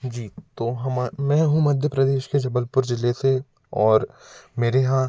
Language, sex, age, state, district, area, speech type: Hindi, male, 18-30, Madhya Pradesh, Jabalpur, urban, spontaneous